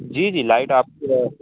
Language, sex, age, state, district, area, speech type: Urdu, male, 18-30, Uttar Pradesh, Azamgarh, rural, conversation